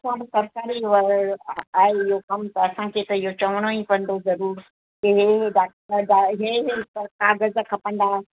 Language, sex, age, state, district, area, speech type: Sindhi, female, 60+, Gujarat, Kutch, rural, conversation